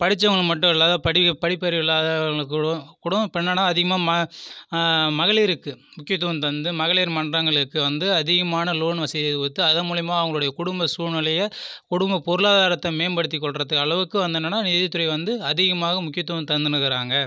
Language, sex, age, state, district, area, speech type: Tamil, male, 30-45, Tamil Nadu, Viluppuram, rural, spontaneous